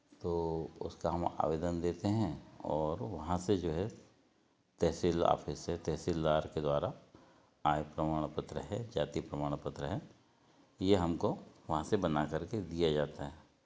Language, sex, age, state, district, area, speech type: Hindi, male, 60+, Madhya Pradesh, Betul, urban, spontaneous